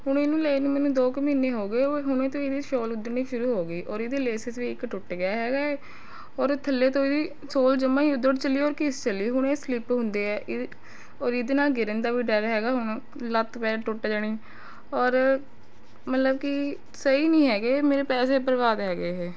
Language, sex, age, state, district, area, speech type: Punjabi, female, 18-30, Punjab, Rupnagar, urban, spontaneous